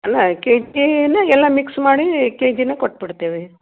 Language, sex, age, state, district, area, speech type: Kannada, female, 60+, Karnataka, Gadag, rural, conversation